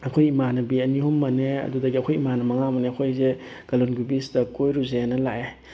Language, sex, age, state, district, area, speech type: Manipuri, male, 18-30, Manipur, Bishnupur, rural, spontaneous